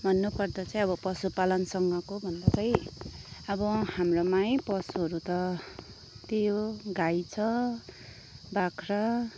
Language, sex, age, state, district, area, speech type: Nepali, female, 30-45, West Bengal, Kalimpong, rural, spontaneous